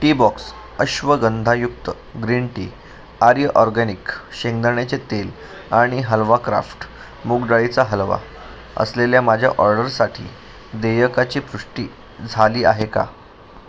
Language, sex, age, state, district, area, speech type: Marathi, male, 30-45, Maharashtra, Pune, urban, read